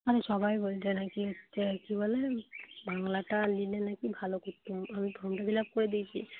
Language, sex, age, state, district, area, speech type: Bengali, female, 30-45, West Bengal, Paschim Medinipur, rural, conversation